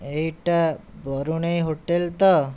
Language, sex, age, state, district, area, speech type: Odia, male, 60+, Odisha, Khordha, rural, spontaneous